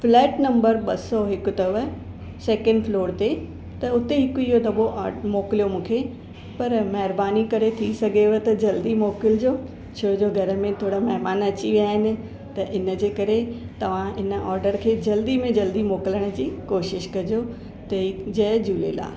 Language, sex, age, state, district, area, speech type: Sindhi, female, 45-60, Maharashtra, Mumbai Suburban, urban, spontaneous